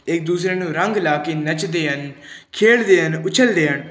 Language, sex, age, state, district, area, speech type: Punjabi, male, 18-30, Punjab, Pathankot, urban, spontaneous